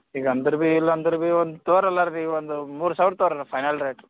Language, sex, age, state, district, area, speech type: Kannada, male, 18-30, Karnataka, Gulbarga, urban, conversation